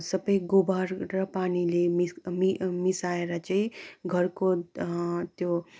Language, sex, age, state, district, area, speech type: Nepali, female, 18-30, West Bengal, Darjeeling, rural, spontaneous